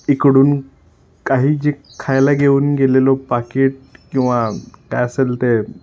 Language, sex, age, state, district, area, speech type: Marathi, male, 18-30, Maharashtra, Sangli, urban, spontaneous